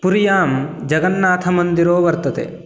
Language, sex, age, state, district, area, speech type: Sanskrit, male, 18-30, Karnataka, Uttara Kannada, rural, spontaneous